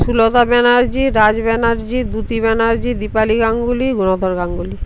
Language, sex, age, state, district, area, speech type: Bengali, female, 60+, West Bengal, Purba Medinipur, rural, spontaneous